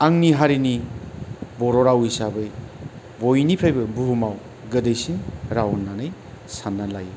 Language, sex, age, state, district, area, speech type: Bodo, male, 45-60, Assam, Kokrajhar, rural, spontaneous